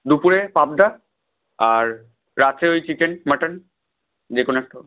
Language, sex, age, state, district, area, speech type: Bengali, male, 18-30, West Bengal, Purba Medinipur, rural, conversation